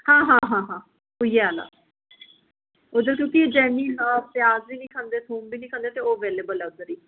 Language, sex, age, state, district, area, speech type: Dogri, female, 30-45, Jammu and Kashmir, Reasi, urban, conversation